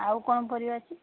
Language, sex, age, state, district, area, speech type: Odia, female, 45-60, Odisha, Angul, rural, conversation